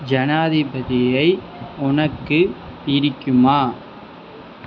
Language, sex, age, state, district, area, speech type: Tamil, male, 45-60, Tamil Nadu, Sivaganga, urban, read